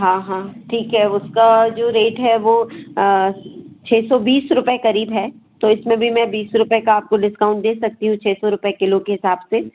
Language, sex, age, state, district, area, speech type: Hindi, female, 30-45, Madhya Pradesh, Jabalpur, urban, conversation